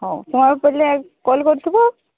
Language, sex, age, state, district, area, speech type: Odia, female, 30-45, Odisha, Sambalpur, rural, conversation